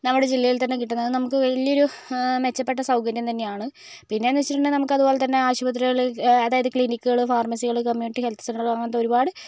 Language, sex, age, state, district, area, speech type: Malayalam, female, 18-30, Kerala, Kozhikode, urban, spontaneous